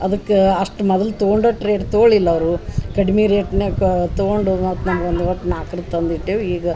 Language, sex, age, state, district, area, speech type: Kannada, female, 60+, Karnataka, Dharwad, rural, spontaneous